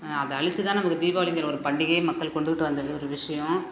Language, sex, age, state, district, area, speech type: Tamil, female, 30-45, Tamil Nadu, Perambalur, rural, spontaneous